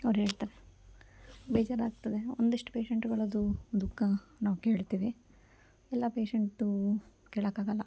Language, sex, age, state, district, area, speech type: Kannada, female, 18-30, Karnataka, Koppal, urban, spontaneous